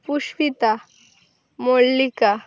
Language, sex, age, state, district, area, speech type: Bengali, female, 18-30, West Bengal, Birbhum, urban, spontaneous